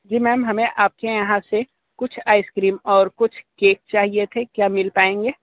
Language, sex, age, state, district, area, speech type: Hindi, male, 18-30, Uttar Pradesh, Sonbhadra, rural, conversation